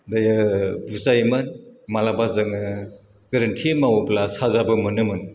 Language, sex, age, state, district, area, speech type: Bodo, male, 60+, Assam, Chirang, urban, spontaneous